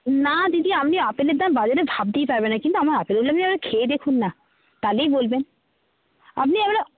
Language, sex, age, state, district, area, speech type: Bengali, female, 60+, West Bengal, Jhargram, rural, conversation